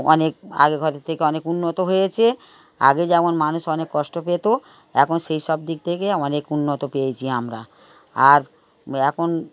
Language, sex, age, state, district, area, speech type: Bengali, female, 60+, West Bengal, Darjeeling, rural, spontaneous